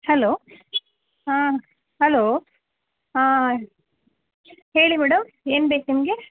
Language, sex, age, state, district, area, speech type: Kannada, female, 30-45, Karnataka, Mandya, rural, conversation